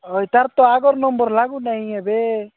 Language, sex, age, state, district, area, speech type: Odia, male, 45-60, Odisha, Nabarangpur, rural, conversation